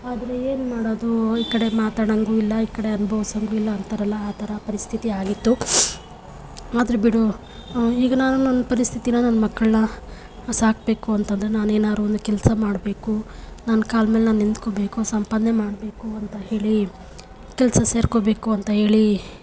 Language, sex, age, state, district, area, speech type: Kannada, female, 30-45, Karnataka, Chamarajanagar, rural, spontaneous